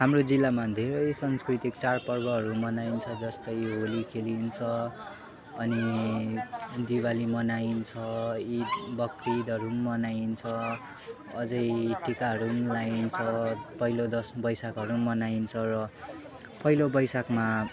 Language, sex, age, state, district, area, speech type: Nepali, male, 18-30, West Bengal, Kalimpong, rural, spontaneous